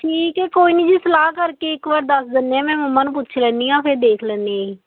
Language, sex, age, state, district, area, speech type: Punjabi, female, 18-30, Punjab, Fatehgarh Sahib, rural, conversation